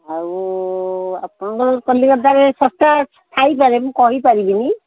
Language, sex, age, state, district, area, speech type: Odia, female, 60+, Odisha, Gajapati, rural, conversation